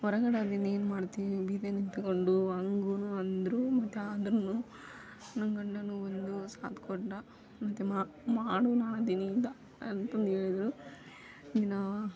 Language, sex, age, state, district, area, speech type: Kannada, female, 18-30, Karnataka, Koppal, rural, spontaneous